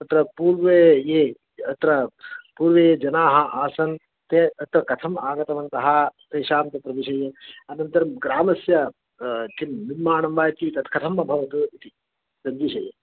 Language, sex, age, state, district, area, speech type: Sanskrit, male, 45-60, Karnataka, Shimoga, rural, conversation